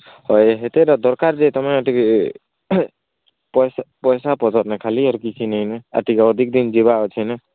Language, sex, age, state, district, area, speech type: Odia, male, 18-30, Odisha, Kalahandi, rural, conversation